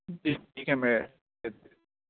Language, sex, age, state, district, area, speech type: Urdu, male, 18-30, Uttar Pradesh, Balrampur, rural, conversation